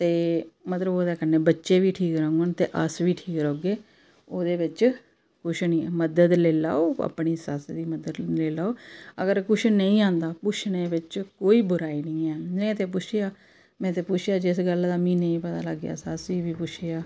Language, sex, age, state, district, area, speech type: Dogri, female, 30-45, Jammu and Kashmir, Samba, rural, spontaneous